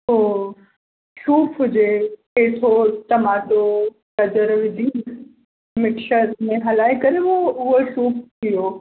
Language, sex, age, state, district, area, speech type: Sindhi, female, 18-30, Maharashtra, Mumbai Suburban, urban, conversation